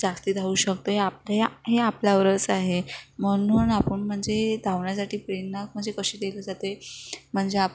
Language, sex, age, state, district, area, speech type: Marathi, female, 30-45, Maharashtra, Wardha, rural, spontaneous